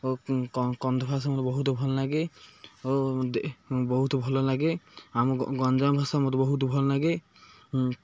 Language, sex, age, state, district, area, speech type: Odia, male, 18-30, Odisha, Ganjam, urban, spontaneous